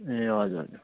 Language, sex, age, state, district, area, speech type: Nepali, male, 30-45, West Bengal, Jalpaiguri, urban, conversation